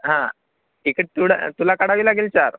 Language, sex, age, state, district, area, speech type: Marathi, male, 18-30, Maharashtra, Wardha, rural, conversation